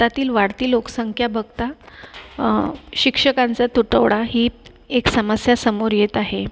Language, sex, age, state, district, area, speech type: Marathi, female, 30-45, Maharashtra, Buldhana, urban, spontaneous